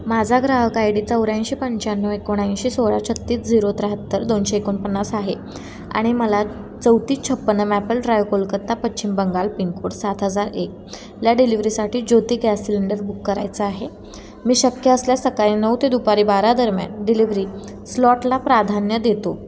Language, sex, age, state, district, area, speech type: Marathi, female, 18-30, Maharashtra, Satara, rural, read